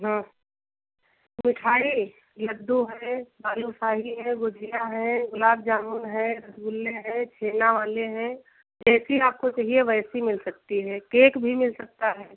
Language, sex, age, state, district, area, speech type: Hindi, female, 60+, Uttar Pradesh, Sitapur, rural, conversation